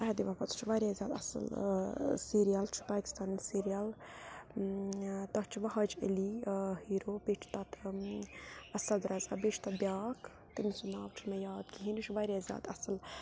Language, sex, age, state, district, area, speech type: Kashmiri, female, 30-45, Jammu and Kashmir, Budgam, rural, spontaneous